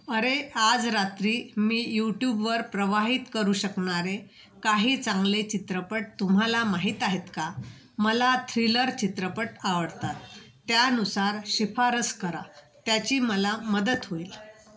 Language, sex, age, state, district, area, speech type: Marathi, female, 60+, Maharashtra, Wardha, urban, read